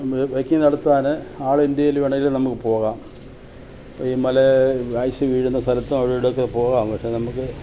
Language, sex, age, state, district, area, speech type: Malayalam, male, 60+, Kerala, Kollam, rural, spontaneous